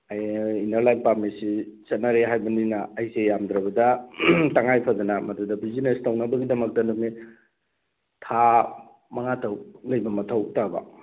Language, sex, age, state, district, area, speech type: Manipuri, male, 45-60, Manipur, Thoubal, rural, conversation